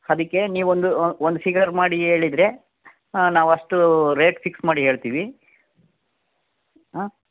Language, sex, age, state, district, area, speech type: Kannada, male, 45-60, Karnataka, Davanagere, rural, conversation